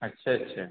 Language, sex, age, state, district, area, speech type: Hindi, male, 30-45, Uttar Pradesh, Azamgarh, rural, conversation